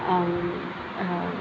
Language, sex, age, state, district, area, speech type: Sindhi, female, 45-60, Rajasthan, Ajmer, urban, spontaneous